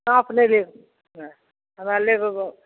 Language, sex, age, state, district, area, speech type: Maithili, female, 60+, Bihar, Begusarai, urban, conversation